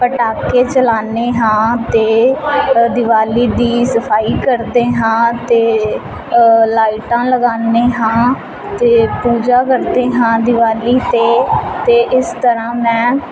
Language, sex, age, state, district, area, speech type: Punjabi, female, 18-30, Punjab, Fazilka, rural, spontaneous